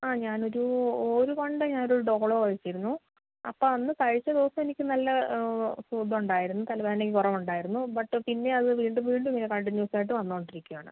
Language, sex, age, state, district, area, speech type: Malayalam, female, 18-30, Kerala, Kottayam, rural, conversation